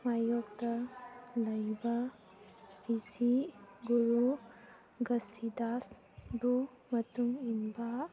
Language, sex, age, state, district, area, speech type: Manipuri, female, 30-45, Manipur, Kangpokpi, urban, read